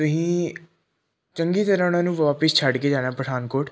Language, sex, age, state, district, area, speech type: Punjabi, male, 18-30, Punjab, Pathankot, urban, spontaneous